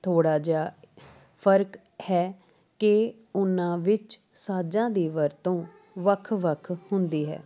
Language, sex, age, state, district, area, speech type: Punjabi, female, 30-45, Punjab, Jalandhar, urban, spontaneous